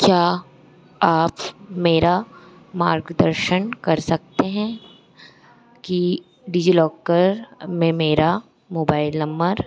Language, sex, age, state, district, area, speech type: Hindi, female, 18-30, Madhya Pradesh, Chhindwara, urban, read